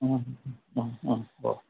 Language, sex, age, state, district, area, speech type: Assamese, male, 60+, Assam, Golaghat, urban, conversation